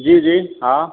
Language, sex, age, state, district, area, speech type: Sindhi, male, 30-45, Gujarat, Surat, urban, conversation